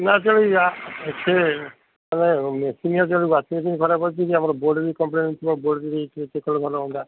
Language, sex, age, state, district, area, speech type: Odia, male, 60+, Odisha, Gajapati, rural, conversation